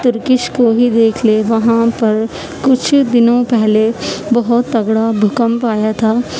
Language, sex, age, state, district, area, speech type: Urdu, female, 18-30, Uttar Pradesh, Gautam Buddha Nagar, rural, spontaneous